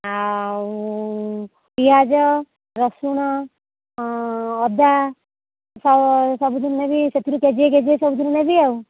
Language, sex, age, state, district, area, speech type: Odia, female, 60+, Odisha, Jharsuguda, rural, conversation